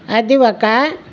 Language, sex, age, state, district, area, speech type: Telugu, female, 60+, Andhra Pradesh, Guntur, rural, spontaneous